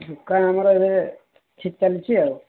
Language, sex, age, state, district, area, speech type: Odia, male, 45-60, Odisha, Sambalpur, rural, conversation